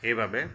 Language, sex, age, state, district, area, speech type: Assamese, male, 45-60, Assam, Nagaon, rural, spontaneous